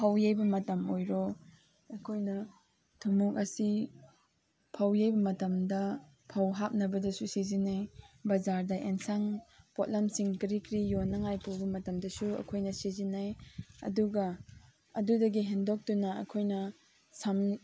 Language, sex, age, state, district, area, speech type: Manipuri, female, 18-30, Manipur, Chandel, rural, spontaneous